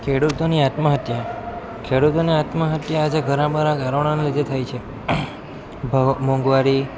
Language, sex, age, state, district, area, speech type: Gujarati, male, 18-30, Gujarat, Valsad, rural, spontaneous